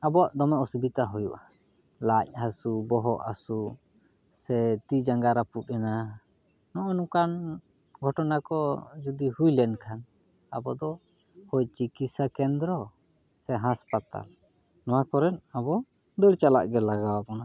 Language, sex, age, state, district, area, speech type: Santali, male, 30-45, West Bengal, Paschim Bardhaman, rural, spontaneous